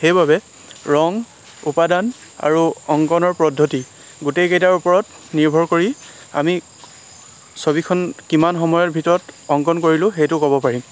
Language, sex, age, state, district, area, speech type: Assamese, male, 30-45, Assam, Lakhimpur, rural, spontaneous